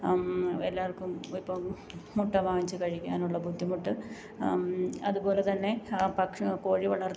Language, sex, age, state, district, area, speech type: Malayalam, female, 30-45, Kerala, Alappuzha, rural, spontaneous